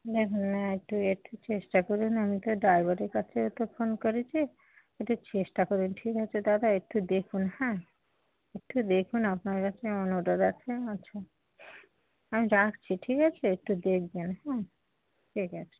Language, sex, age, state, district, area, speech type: Bengali, female, 45-60, West Bengal, Darjeeling, urban, conversation